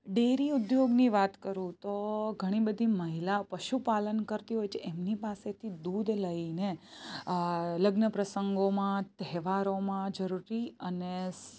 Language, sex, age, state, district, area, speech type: Gujarati, female, 30-45, Gujarat, Surat, rural, spontaneous